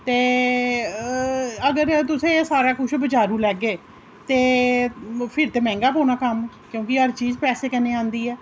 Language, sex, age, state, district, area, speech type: Dogri, female, 30-45, Jammu and Kashmir, Reasi, rural, spontaneous